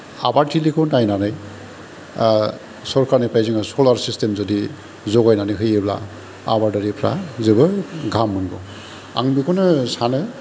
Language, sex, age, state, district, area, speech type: Bodo, male, 45-60, Assam, Kokrajhar, rural, spontaneous